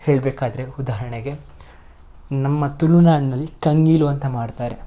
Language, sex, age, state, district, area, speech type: Kannada, male, 30-45, Karnataka, Udupi, rural, spontaneous